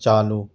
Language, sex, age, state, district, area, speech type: Urdu, male, 30-45, Delhi, South Delhi, rural, read